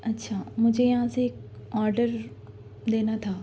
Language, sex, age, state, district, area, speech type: Urdu, female, 30-45, Telangana, Hyderabad, urban, spontaneous